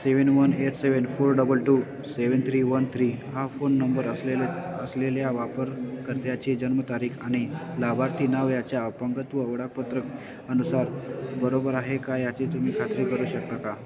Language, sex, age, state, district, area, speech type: Marathi, male, 18-30, Maharashtra, Sangli, urban, read